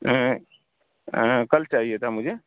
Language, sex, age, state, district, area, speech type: Urdu, male, 30-45, Bihar, Saharsa, rural, conversation